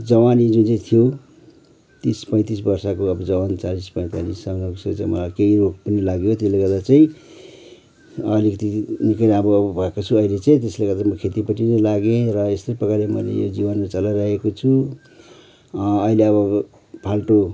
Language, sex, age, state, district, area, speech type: Nepali, male, 60+, West Bengal, Kalimpong, rural, spontaneous